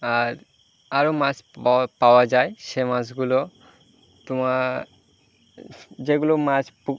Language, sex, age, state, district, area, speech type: Bengali, male, 18-30, West Bengal, Birbhum, urban, spontaneous